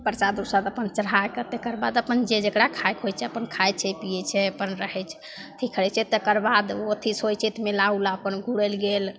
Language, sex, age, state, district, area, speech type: Maithili, female, 18-30, Bihar, Begusarai, urban, spontaneous